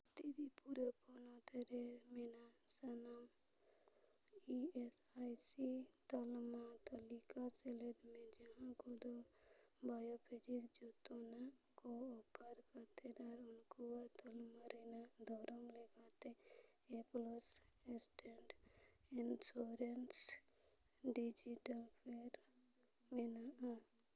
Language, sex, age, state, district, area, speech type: Santali, female, 18-30, Jharkhand, Seraikela Kharsawan, rural, read